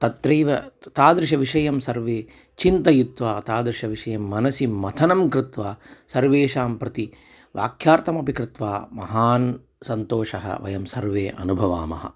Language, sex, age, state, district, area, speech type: Sanskrit, male, 45-60, Tamil Nadu, Coimbatore, urban, spontaneous